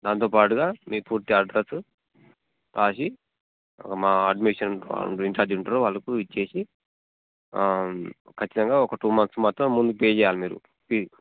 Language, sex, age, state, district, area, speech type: Telugu, male, 30-45, Telangana, Jangaon, rural, conversation